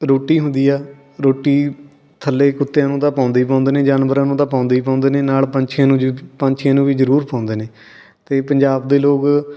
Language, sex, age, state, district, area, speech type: Punjabi, male, 18-30, Punjab, Fatehgarh Sahib, urban, spontaneous